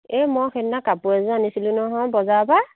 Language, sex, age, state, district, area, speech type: Assamese, female, 30-45, Assam, Jorhat, urban, conversation